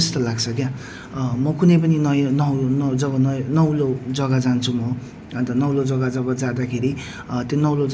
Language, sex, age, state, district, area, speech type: Nepali, male, 30-45, West Bengal, Jalpaiguri, urban, spontaneous